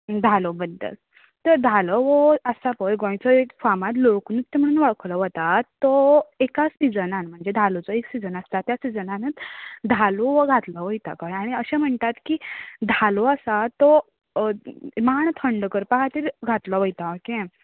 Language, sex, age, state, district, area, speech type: Goan Konkani, female, 18-30, Goa, Canacona, rural, conversation